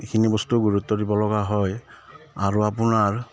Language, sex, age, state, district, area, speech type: Assamese, male, 45-60, Assam, Udalguri, rural, spontaneous